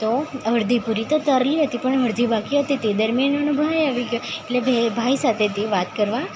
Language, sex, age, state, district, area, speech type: Gujarati, female, 18-30, Gujarat, Valsad, rural, spontaneous